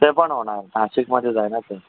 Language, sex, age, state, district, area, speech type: Marathi, male, 30-45, Maharashtra, Yavatmal, urban, conversation